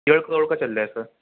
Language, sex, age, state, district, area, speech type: Urdu, male, 18-30, Delhi, South Delhi, urban, conversation